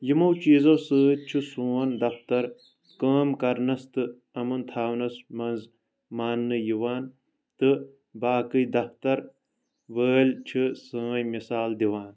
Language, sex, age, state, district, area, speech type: Kashmiri, male, 18-30, Jammu and Kashmir, Kulgam, rural, spontaneous